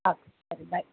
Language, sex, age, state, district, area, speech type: Tamil, female, 30-45, Tamil Nadu, Thoothukudi, rural, conversation